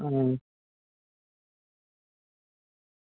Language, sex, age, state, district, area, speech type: Gujarati, male, 18-30, Gujarat, Surat, urban, conversation